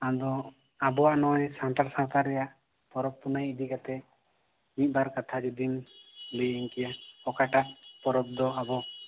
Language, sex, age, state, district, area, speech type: Santali, male, 18-30, West Bengal, Bankura, rural, conversation